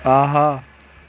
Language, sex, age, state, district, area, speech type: Kashmiri, male, 18-30, Jammu and Kashmir, Ganderbal, rural, read